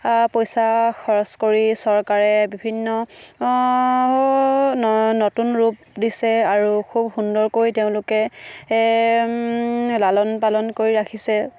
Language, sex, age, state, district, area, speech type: Assamese, female, 18-30, Assam, Charaideo, rural, spontaneous